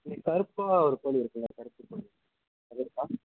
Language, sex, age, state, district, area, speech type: Tamil, male, 18-30, Tamil Nadu, Tiruchirappalli, rural, conversation